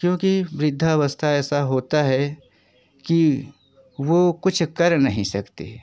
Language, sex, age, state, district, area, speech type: Hindi, male, 45-60, Uttar Pradesh, Jaunpur, rural, spontaneous